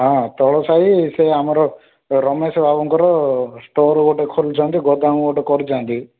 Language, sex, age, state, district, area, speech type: Odia, male, 30-45, Odisha, Rayagada, urban, conversation